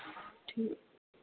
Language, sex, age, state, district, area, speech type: Punjabi, female, 18-30, Punjab, Fatehgarh Sahib, rural, conversation